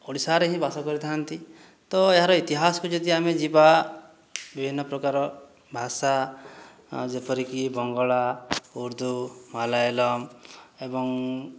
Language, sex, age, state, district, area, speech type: Odia, male, 18-30, Odisha, Boudh, rural, spontaneous